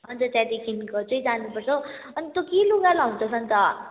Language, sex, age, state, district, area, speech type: Nepali, female, 18-30, West Bengal, Kalimpong, rural, conversation